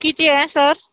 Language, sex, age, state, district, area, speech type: Marathi, female, 30-45, Maharashtra, Nagpur, urban, conversation